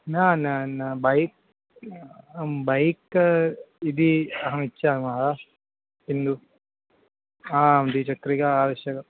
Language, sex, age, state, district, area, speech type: Sanskrit, male, 18-30, Kerala, Thiruvananthapuram, urban, conversation